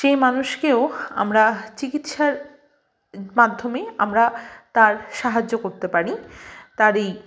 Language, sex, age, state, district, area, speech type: Bengali, female, 18-30, West Bengal, Malda, rural, spontaneous